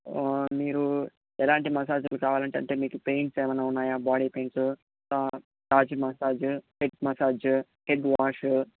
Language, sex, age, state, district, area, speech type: Telugu, male, 30-45, Andhra Pradesh, Chittoor, rural, conversation